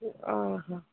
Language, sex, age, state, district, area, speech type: Odia, female, 45-60, Odisha, Sundergarh, urban, conversation